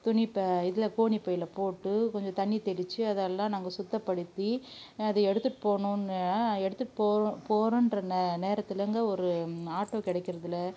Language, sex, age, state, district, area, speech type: Tamil, female, 45-60, Tamil Nadu, Krishnagiri, rural, spontaneous